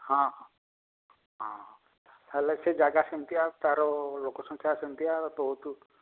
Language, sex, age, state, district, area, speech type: Odia, male, 60+, Odisha, Angul, rural, conversation